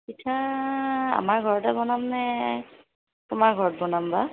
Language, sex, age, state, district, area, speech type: Assamese, female, 30-45, Assam, Darrang, rural, conversation